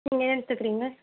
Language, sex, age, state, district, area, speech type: Tamil, female, 18-30, Tamil Nadu, Tiruvallur, urban, conversation